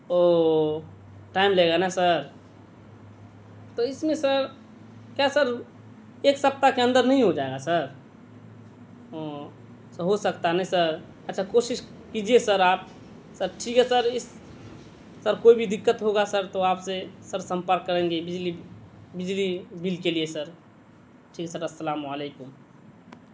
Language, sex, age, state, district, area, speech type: Urdu, male, 18-30, Bihar, Madhubani, urban, spontaneous